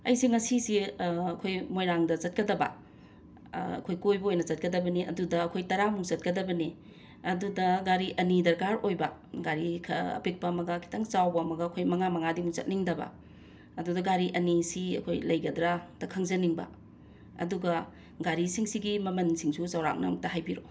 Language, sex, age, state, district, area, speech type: Manipuri, female, 60+, Manipur, Imphal East, urban, spontaneous